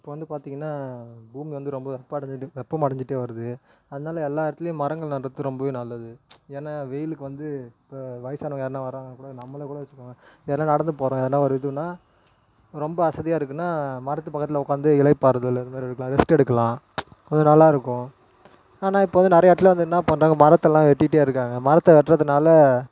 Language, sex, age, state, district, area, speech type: Tamil, male, 18-30, Tamil Nadu, Tiruvannamalai, urban, spontaneous